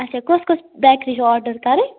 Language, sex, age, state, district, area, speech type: Kashmiri, female, 30-45, Jammu and Kashmir, Ganderbal, rural, conversation